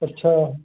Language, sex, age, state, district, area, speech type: Dogri, male, 18-30, Jammu and Kashmir, Kathua, rural, conversation